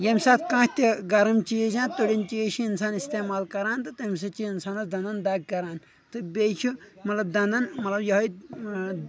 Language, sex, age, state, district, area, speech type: Kashmiri, male, 30-45, Jammu and Kashmir, Kulgam, rural, spontaneous